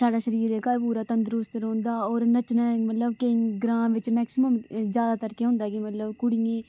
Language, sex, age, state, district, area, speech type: Dogri, female, 18-30, Jammu and Kashmir, Udhampur, rural, spontaneous